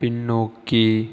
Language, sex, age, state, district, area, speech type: Tamil, male, 18-30, Tamil Nadu, Viluppuram, urban, read